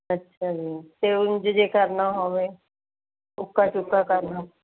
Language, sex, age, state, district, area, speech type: Punjabi, female, 45-60, Punjab, Mohali, urban, conversation